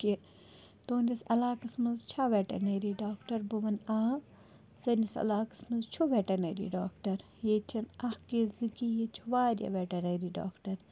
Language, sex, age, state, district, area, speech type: Kashmiri, female, 18-30, Jammu and Kashmir, Bandipora, rural, spontaneous